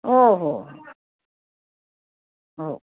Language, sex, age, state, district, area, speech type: Marathi, female, 30-45, Maharashtra, Wardha, rural, conversation